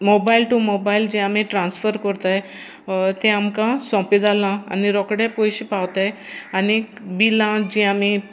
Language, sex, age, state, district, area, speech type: Goan Konkani, female, 60+, Goa, Sanguem, rural, spontaneous